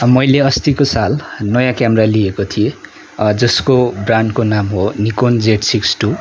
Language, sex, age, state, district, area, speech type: Nepali, male, 18-30, West Bengal, Darjeeling, rural, spontaneous